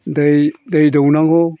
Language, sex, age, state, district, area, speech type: Bodo, male, 60+, Assam, Chirang, rural, spontaneous